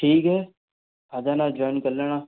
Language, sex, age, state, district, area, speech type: Hindi, male, 45-60, Rajasthan, Jodhpur, urban, conversation